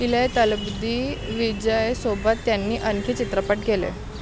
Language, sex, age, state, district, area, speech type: Marathi, female, 18-30, Maharashtra, Mumbai Suburban, urban, read